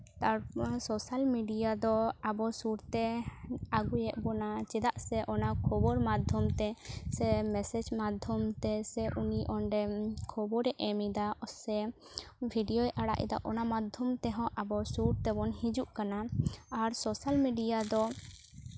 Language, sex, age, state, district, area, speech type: Santali, female, 18-30, West Bengal, Bankura, rural, spontaneous